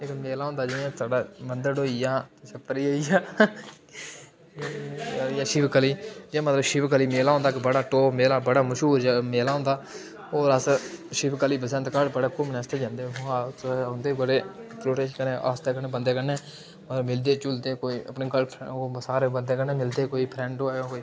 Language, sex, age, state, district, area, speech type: Dogri, male, 18-30, Jammu and Kashmir, Udhampur, rural, spontaneous